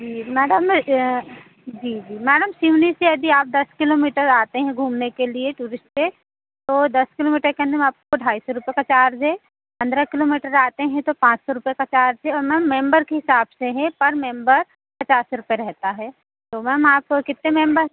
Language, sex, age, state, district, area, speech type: Hindi, female, 30-45, Madhya Pradesh, Seoni, urban, conversation